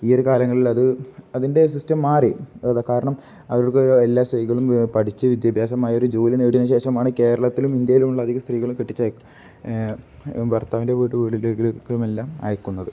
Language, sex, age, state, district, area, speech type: Malayalam, male, 18-30, Kerala, Kozhikode, rural, spontaneous